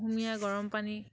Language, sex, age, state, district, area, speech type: Assamese, female, 18-30, Assam, Sivasagar, rural, spontaneous